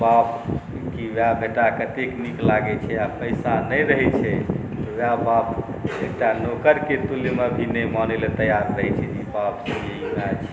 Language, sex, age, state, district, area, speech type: Maithili, male, 45-60, Bihar, Saharsa, urban, spontaneous